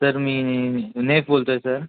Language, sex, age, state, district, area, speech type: Marathi, male, 18-30, Maharashtra, Ratnagiri, rural, conversation